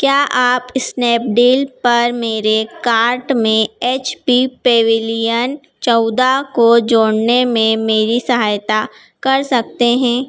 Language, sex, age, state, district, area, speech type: Hindi, female, 18-30, Madhya Pradesh, Harda, urban, read